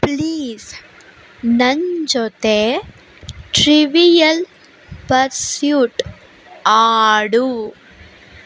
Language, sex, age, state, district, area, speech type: Kannada, female, 18-30, Karnataka, Tumkur, urban, read